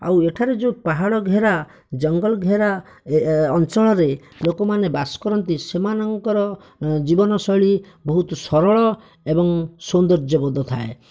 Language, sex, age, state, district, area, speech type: Odia, male, 30-45, Odisha, Bhadrak, rural, spontaneous